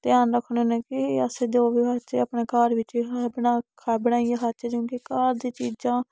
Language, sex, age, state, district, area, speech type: Dogri, female, 18-30, Jammu and Kashmir, Samba, urban, spontaneous